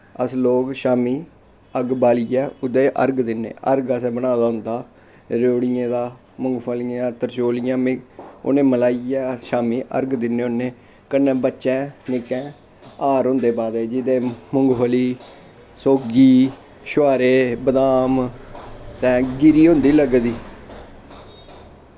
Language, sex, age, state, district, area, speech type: Dogri, male, 18-30, Jammu and Kashmir, Kathua, rural, spontaneous